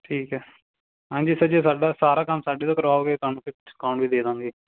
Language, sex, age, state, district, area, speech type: Punjabi, male, 18-30, Punjab, Fazilka, rural, conversation